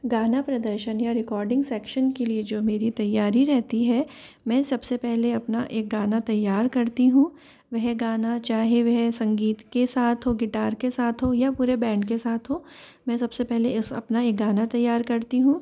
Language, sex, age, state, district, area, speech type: Hindi, female, 45-60, Rajasthan, Jaipur, urban, spontaneous